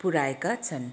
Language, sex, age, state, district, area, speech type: Nepali, female, 30-45, West Bengal, Kalimpong, rural, spontaneous